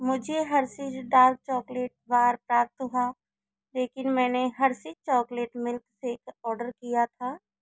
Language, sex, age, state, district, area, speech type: Hindi, female, 18-30, Rajasthan, Karauli, rural, read